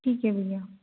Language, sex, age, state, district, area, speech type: Hindi, female, 18-30, Madhya Pradesh, Betul, rural, conversation